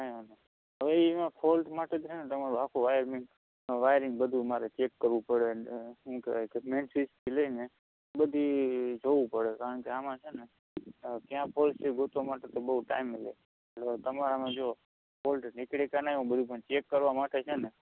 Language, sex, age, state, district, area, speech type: Gujarati, male, 45-60, Gujarat, Morbi, rural, conversation